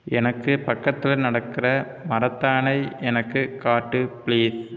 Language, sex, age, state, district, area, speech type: Tamil, male, 30-45, Tamil Nadu, Ariyalur, rural, read